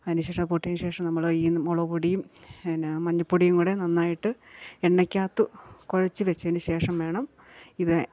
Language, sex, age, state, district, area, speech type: Malayalam, female, 45-60, Kerala, Kottayam, urban, spontaneous